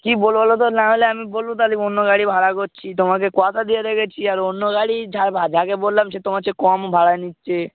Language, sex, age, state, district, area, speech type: Bengali, male, 18-30, West Bengal, Dakshin Dinajpur, urban, conversation